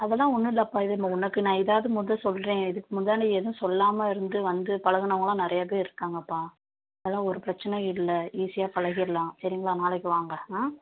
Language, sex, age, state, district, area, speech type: Tamil, female, 18-30, Tamil Nadu, Madurai, rural, conversation